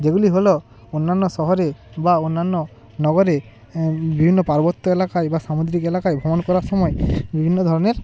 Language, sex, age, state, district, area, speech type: Bengali, male, 30-45, West Bengal, Hooghly, rural, spontaneous